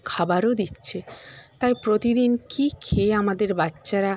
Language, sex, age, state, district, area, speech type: Bengali, female, 45-60, West Bengal, Jhargram, rural, spontaneous